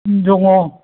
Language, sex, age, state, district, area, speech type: Bodo, male, 60+, Assam, Kokrajhar, rural, conversation